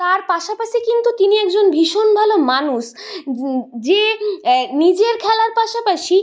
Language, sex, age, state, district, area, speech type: Bengali, female, 30-45, West Bengal, Purulia, urban, spontaneous